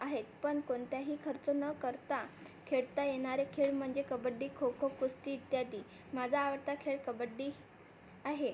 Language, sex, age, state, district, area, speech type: Marathi, female, 18-30, Maharashtra, Amravati, urban, spontaneous